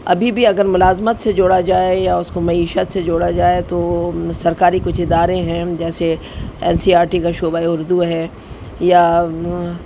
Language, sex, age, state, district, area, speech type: Urdu, female, 60+, Delhi, North East Delhi, urban, spontaneous